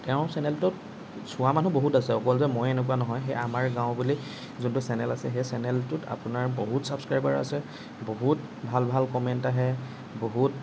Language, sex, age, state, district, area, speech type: Assamese, male, 45-60, Assam, Morigaon, rural, spontaneous